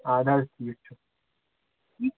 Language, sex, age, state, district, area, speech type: Kashmiri, male, 18-30, Jammu and Kashmir, Pulwama, urban, conversation